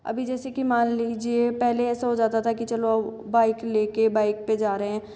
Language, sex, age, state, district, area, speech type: Hindi, female, 30-45, Rajasthan, Jaipur, urban, spontaneous